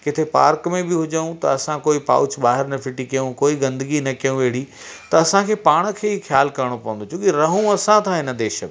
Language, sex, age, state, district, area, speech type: Sindhi, male, 45-60, Madhya Pradesh, Katni, rural, spontaneous